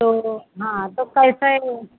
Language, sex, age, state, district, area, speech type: Hindi, female, 60+, Uttar Pradesh, Pratapgarh, rural, conversation